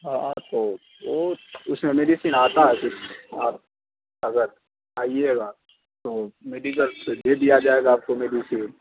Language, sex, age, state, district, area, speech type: Urdu, male, 18-30, Bihar, Khagaria, rural, conversation